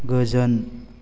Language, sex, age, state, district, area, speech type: Bodo, male, 18-30, Assam, Baksa, rural, read